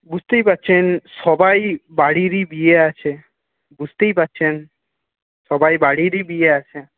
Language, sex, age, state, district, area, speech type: Bengali, male, 30-45, West Bengal, Paschim Bardhaman, urban, conversation